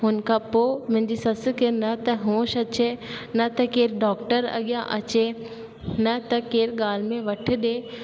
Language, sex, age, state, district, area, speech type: Sindhi, female, 18-30, Rajasthan, Ajmer, urban, spontaneous